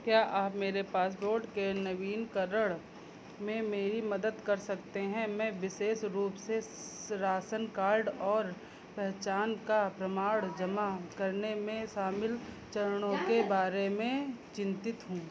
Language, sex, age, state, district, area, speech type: Hindi, female, 45-60, Uttar Pradesh, Sitapur, rural, read